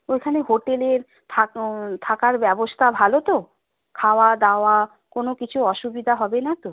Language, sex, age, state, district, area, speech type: Bengali, female, 30-45, West Bengal, Nadia, rural, conversation